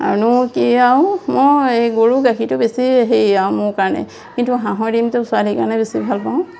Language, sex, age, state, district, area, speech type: Assamese, female, 30-45, Assam, Majuli, urban, spontaneous